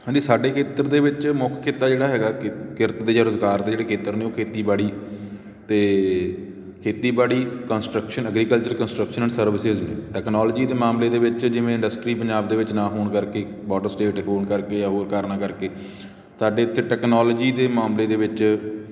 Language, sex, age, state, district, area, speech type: Punjabi, male, 30-45, Punjab, Patiala, rural, spontaneous